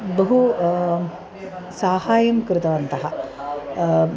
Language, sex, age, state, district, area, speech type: Sanskrit, female, 30-45, Kerala, Ernakulam, urban, spontaneous